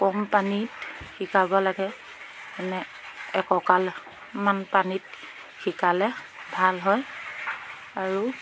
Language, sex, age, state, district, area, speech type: Assamese, female, 30-45, Assam, Lakhimpur, rural, spontaneous